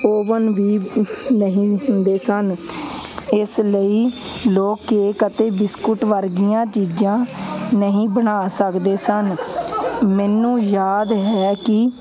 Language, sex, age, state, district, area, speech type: Punjabi, female, 30-45, Punjab, Hoshiarpur, urban, spontaneous